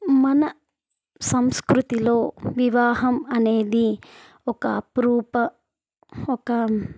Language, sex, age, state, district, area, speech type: Telugu, female, 18-30, Andhra Pradesh, Chittoor, rural, spontaneous